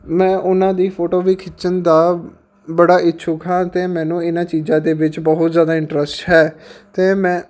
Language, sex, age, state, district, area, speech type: Punjabi, male, 18-30, Punjab, Patiala, urban, spontaneous